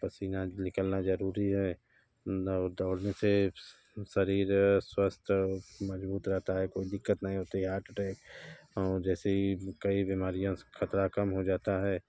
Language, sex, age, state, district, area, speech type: Hindi, male, 30-45, Uttar Pradesh, Bhadohi, rural, spontaneous